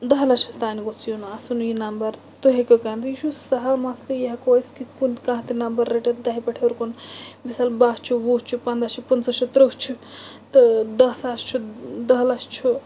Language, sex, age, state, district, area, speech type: Kashmiri, female, 30-45, Jammu and Kashmir, Bandipora, rural, spontaneous